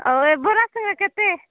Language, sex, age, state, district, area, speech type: Odia, female, 18-30, Odisha, Nabarangpur, urban, conversation